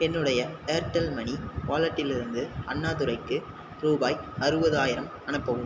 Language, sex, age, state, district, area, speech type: Tamil, male, 18-30, Tamil Nadu, Viluppuram, urban, read